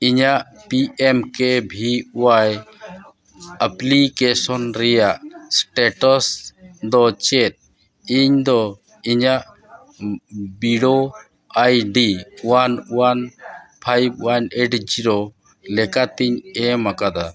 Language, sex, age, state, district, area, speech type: Santali, male, 60+, Odisha, Mayurbhanj, rural, read